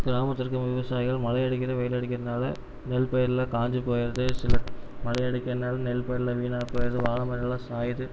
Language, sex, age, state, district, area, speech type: Tamil, male, 18-30, Tamil Nadu, Erode, rural, spontaneous